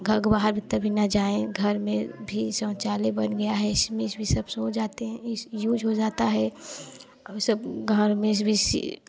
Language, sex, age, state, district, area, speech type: Hindi, female, 18-30, Uttar Pradesh, Prayagraj, rural, spontaneous